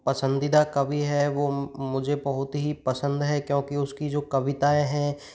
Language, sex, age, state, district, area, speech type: Hindi, male, 45-60, Rajasthan, Karauli, rural, spontaneous